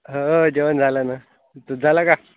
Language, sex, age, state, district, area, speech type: Marathi, male, 45-60, Maharashtra, Yavatmal, rural, conversation